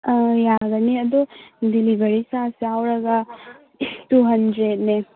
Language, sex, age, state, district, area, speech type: Manipuri, female, 18-30, Manipur, Churachandpur, urban, conversation